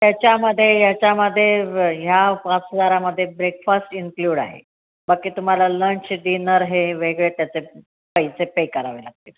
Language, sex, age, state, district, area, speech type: Marathi, female, 60+, Maharashtra, Nashik, urban, conversation